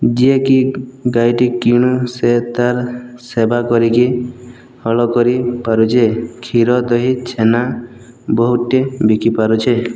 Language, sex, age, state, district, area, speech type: Odia, male, 18-30, Odisha, Boudh, rural, spontaneous